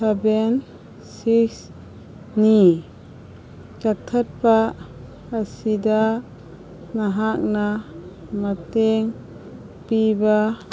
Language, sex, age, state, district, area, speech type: Manipuri, female, 45-60, Manipur, Kangpokpi, urban, read